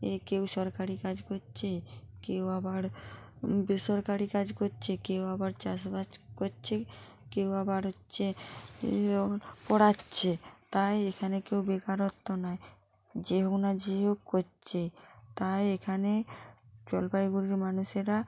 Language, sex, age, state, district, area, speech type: Bengali, female, 30-45, West Bengal, Jalpaiguri, rural, spontaneous